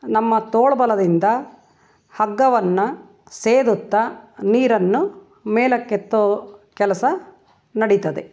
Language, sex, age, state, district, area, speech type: Kannada, female, 60+, Karnataka, Chitradurga, rural, spontaneous